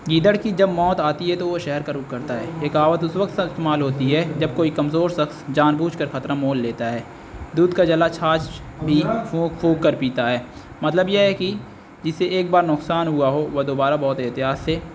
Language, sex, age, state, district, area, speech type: Urdu, male, 18-30, Uttar Pradesh, Azamgarh, rural, spontaneous